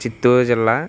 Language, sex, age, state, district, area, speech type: Telugu, male, 18-30, Andhra Pradesh, West Godavari, rural, spontaneous